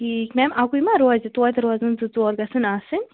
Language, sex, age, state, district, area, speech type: Kashmiri, female, 18-30, Jammu and Kashmir, Kupwara, rural, conversation